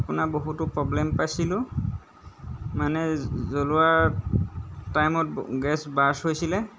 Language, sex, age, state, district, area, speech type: Assamese, male, 30-45, Assam, Golaghat, urban, spontaneous